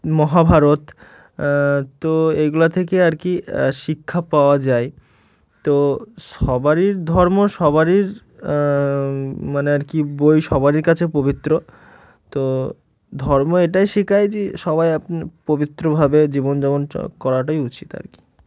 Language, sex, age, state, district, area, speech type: Bengali, male, 18-30, West Bengal, Murshidabad, urban, spontaneous